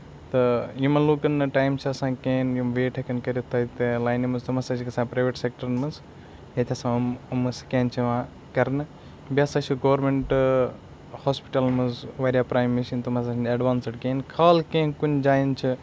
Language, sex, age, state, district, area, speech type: Kashmiri, male, 30-45, Jammu and Kashmir, Baramulla, rural, spontaneous